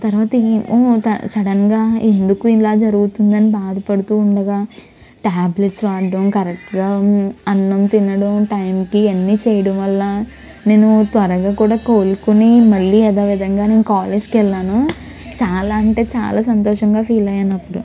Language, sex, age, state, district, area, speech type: Telugu, female, 18-30, Andhra Pradesh, Konaseema, urban, spontaneous